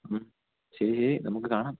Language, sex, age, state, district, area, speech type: Malayalam, male, 18-30, Kerala, Idukki, rural, conversation